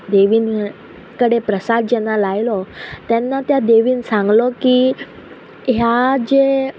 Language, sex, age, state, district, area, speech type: Goan Konkani, female, 30-45, Goa, Quepem, rural, spontaneous